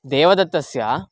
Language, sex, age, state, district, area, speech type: Sanskrit, male, 18-30, Karnataka, Mysore, urban, spontaneous